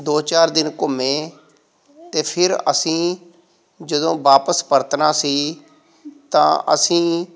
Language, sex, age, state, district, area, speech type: Punjabi, male, 45-60, Punjab, Pathankot, rural, spontaneous